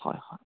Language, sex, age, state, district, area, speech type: Assamese, male, 18-30, Assam, Charaideo, rural, conversation